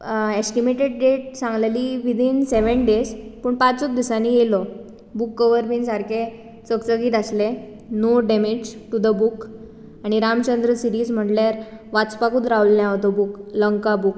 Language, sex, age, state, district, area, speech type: Goan Konkani, female, 18-30, Goa, Bardez, urban, spontaneous